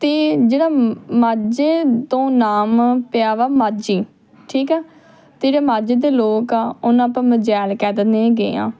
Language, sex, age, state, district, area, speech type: Punjabi, female, 18-30, Punjab, Tarn Taran, urban, spontaneous